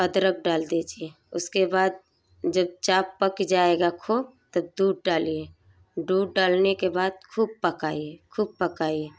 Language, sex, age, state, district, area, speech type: Hindi, female, 18-30, Uttar Pradesh, Prayagraj, rural, spontaneous